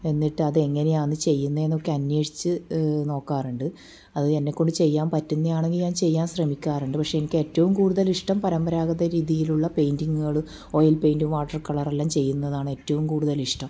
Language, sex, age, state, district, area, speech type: Malayalam, female, 30-45, Kerala, Kannur, rural, spontaneous